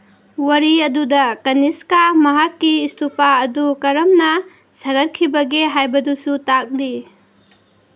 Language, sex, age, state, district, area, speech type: Manipuri, female, 30-45, Manipur, Senapati, rural, read